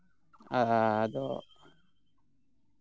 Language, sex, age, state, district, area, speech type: Santali, male, 45-60, West Bengal, Malda, rural, spontaneous